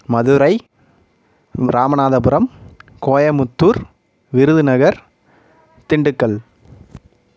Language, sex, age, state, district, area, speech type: Tamil, male, 18-30, Tamil Nadu, Madurai, urban, spontaneous